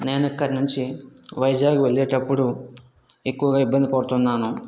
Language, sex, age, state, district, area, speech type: Telugu, male, 30-45, Andhra Pradesh, Vizianagaram, rural, spontaneous